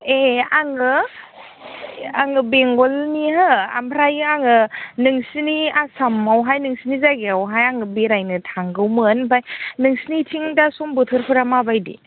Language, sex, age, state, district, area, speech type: Bodo, female, 18-30, Assam, Chirang, urban, conversation